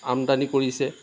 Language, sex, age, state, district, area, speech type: Assamese, male, 45-60, Assam, Lakhimpur, rural, spontaneous